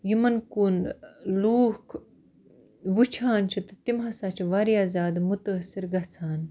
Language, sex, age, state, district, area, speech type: Kashmiri, female, 18-30, Jammu and Kashmir, Baramulla, rural, spontaneous